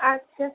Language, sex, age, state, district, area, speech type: Bengali, female, 18-30, West Bengal, Uttar Dinajpur, urban, conversation